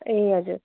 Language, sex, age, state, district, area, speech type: Nepali, female, 18-30, West Bengal, Kalimpong, rural, conversation